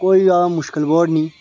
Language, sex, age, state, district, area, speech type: Dogri, male, 18-30, Jammu and Kashmir, Reasi, rural, spontaneous